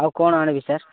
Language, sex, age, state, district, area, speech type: Odia, male, 18-30, Odisha, Nabarangpur, urban, conversation